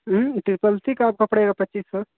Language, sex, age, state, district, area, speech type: Hindi, male, 18-30, Uttar Pradesh, Mau, rural, conversation